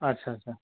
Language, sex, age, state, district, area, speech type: Odia, male, 45-60, Odisha, Nuapada, urban, conversation